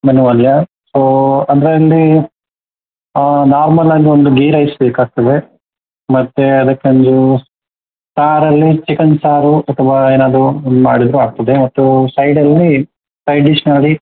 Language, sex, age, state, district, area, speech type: Kannada, male, 30-45, Karnataka, Udupi, rural, conversation